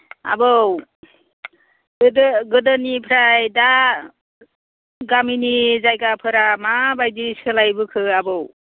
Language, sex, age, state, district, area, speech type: Bodo, female, 60+, Assam, Chirang, rural, conversation